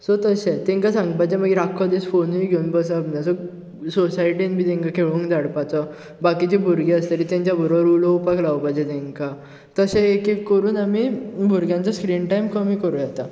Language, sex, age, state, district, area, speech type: Goan Konkani, male, 18-30, Goa, Bardez, urban, spontaneous